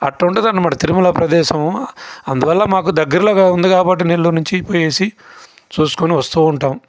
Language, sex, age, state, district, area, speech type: Telugu, male, 45-60, Andhra Pradesh, Nellore, urban, spontaneous